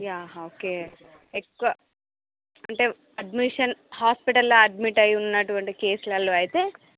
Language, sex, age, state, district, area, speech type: Telugu, female, 30-45, Andhra Pradesh, Visakhapatnam, urban, conversation